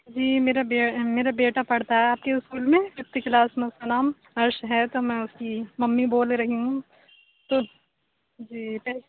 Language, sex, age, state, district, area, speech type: Urdu, female, 18-30, Uttar Pradesh, Aligarh, urban, conversation